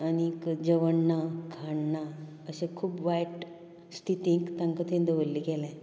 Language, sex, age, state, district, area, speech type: Goan Konkani, female, 60+, Goa, Canacona, rural, spontaneous